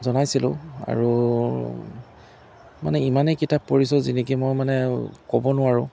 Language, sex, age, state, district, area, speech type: Assamese, male, 30-45, Assam, Biswanath, rural, spontaneous